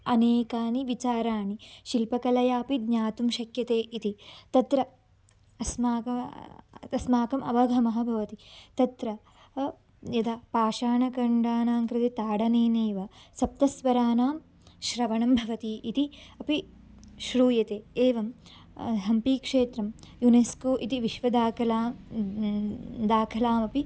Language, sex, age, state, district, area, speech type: Sanskrit, female, 18-30, Karnataka, Belgaum, rural, spontaneous